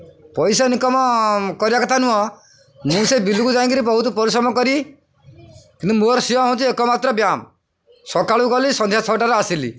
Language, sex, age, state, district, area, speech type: Odia, male, 45-60, Odisha, Jagatsinghpur, urban, spontaneous